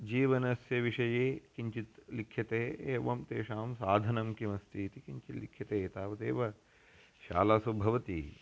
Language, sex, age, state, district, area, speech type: Sanskrit, male, 30-45, Karnataka, Uttara Kannada, rural, spontaneous